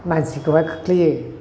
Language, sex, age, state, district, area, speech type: Bodo, male, 60+, Assam, Chirang, urban, spontaneous